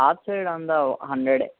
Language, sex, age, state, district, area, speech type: Telugu, male, 18-30, Andhra Pradesh, Eluru, urban, conversation